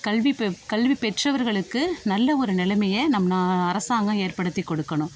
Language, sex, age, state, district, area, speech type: Tamil, female, 45-60, Tamil Nadu, Thanjavur, rural, spontaneous